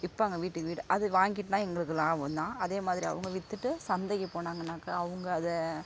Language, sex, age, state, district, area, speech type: Tamil, female, 45-60, Tamil Nadu, Kallakurichi, urban, spontaneous